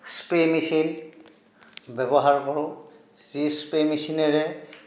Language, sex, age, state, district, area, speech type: Assamese, male, 60+, Assam, Darrang, rural, spontaneous